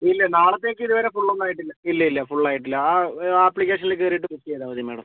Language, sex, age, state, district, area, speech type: Malayalam, male, 18-30, Kerala, Kozhikode, urban, conversation